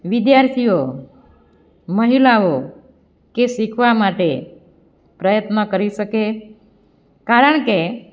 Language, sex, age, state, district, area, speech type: Gujarati, female, 45-60, Gujarat, Amreli, rural, spontaneous